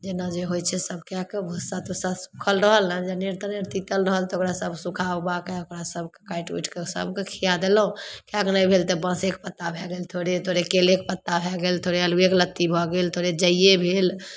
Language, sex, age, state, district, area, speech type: Maithili, female, 30-45, Bihar, Samastipur, rural, spontaneous